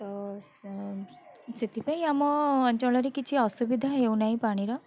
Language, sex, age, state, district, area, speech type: Odia, female, 45-60, Odisha, Bhadrak, rural, spontaneous